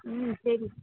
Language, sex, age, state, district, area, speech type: Tamil, female, 18-30, Tamil Nadu, Tirunelveli, rural, conversation